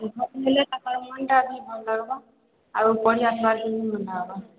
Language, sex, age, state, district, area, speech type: Odia, female, 30-45, Odisha, Balangir, urban, conversation